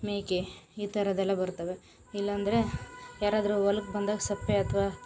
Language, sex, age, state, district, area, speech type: Kannada, female, 18-30, Karnataka, Vijayanagara, rural, spontaneous